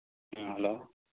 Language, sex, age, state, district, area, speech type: Manipuri, male, 30-45, Manipur, Kakching, rural, conversation